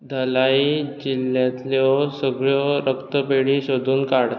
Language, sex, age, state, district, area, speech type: Goan Konkani, male, 18-30, Goa, Bardez, urban, read